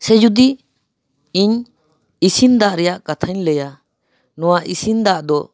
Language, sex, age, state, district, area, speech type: Santali, male, 30-45, West Bengal, Paschim Bardhaman, urban, spontaneous